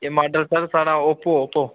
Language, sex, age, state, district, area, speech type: Dogri, male, 18-30, Jammu and Kashmir, Udhampur, rural, conversation